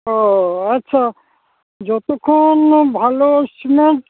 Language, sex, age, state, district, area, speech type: Santali, male, 45-60, West Bengal, Malda, rural, conversation